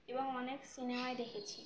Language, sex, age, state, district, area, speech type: Bengali, female, 18-30, West Bengal, Birbhum, urban, spontaneous